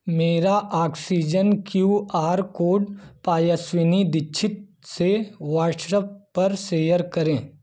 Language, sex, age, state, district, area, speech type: Hindi, male, 30-45, Uttar Pradesh, Jaunpur, rural, read